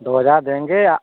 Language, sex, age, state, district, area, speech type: Hindi, male, 45-60, Uttar Pradesh, Mirzapur, rural, conversation